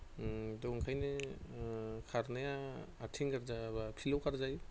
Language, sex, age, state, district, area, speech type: Bodo, male, 30-45, Assam, Goalpara, rural, spontaneous